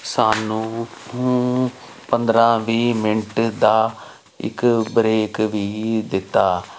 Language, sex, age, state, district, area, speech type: Punjabi, male, 45-60, Punjab, Jalandhar, urban, spontaneous